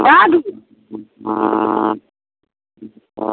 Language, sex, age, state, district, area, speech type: Maithili, female, 30-45, Bihar, Muzaffarpur, rural, conversation